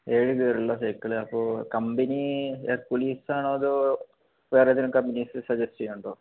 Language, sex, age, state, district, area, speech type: Malayalam, male, 18-30, Kerala, Palakkad, rural, conversation